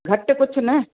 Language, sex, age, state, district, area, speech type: Sindhi, female, 60+, Gujarat, Kutch, rural, conversation